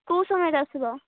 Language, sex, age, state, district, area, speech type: Odia, female, 18-30, Odisha, Malkangiri, urban, conversation